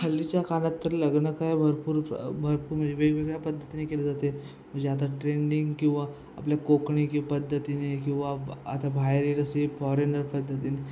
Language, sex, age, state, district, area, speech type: Marathi, male, 18-30, Maharashtra, Ratnagiri, rural, spontaneous